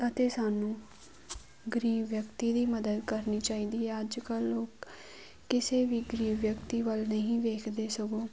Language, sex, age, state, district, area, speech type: Punjabi, female, 18-30, Punjab, Muktsar, rural, spontaneous